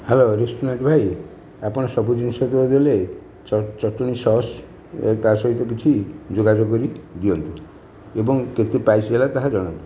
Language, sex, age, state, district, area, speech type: Odia, male, 60+, Odisha, Nayagarh, rural, spontaneous